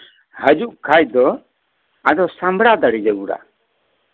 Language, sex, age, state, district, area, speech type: Santali, male, 45-60, West Bengal, Birbhum, rural, conversation